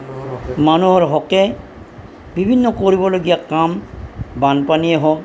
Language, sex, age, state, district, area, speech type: Assamese, male, 45-60, Assam, Nalbari, rural, spontaneous